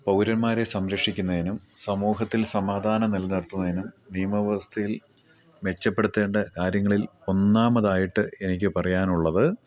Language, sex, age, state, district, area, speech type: Malayalam, male, 45-60, Kerala, Idukki, rural, spontaneous